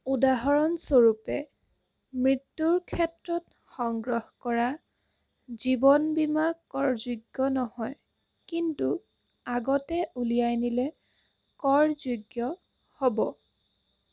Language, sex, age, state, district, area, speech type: Assamese, female, 18-30, Assam, Jorhat, urban, read